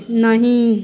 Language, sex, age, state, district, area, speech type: Maithili, female, 60+, Bihar, Madhepura, rural, read